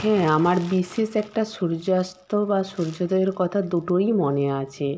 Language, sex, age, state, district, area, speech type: Bengali, female, 45-60, West Bengal, Nadia, rural, spontaneous